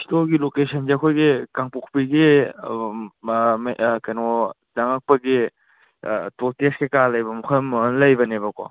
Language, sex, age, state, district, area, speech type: Manipuri, male, 18-30, Manipur, Kangpokpi, urban, conversation